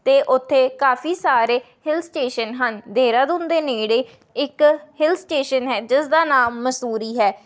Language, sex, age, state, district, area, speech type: Punjabi, female, 18-30, Punjab, Rupnagar, rural, spontaneous